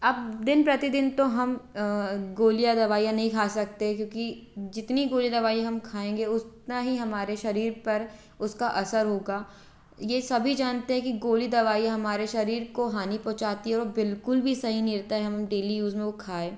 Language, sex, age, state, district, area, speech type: Hindi, female, 18-30, Madhya Pradesh, Betul, rural, spontaneous